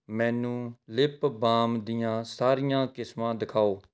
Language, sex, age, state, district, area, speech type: Punjabi, male, 45-60, Punjab, Rupnagar, urban, read